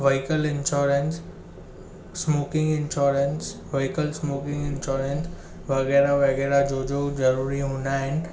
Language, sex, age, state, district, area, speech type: Sindhi, male, 18-30, Maharashtra, Thane, urban, spontaneous